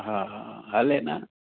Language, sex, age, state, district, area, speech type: Sindhi, male, 60+, Maharashtra, Mumbai Suburban, urban, conversation